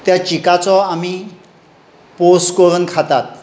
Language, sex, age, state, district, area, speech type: Goan Konkani, male, 60+, Goa, Tiswadi, rural, spontaneous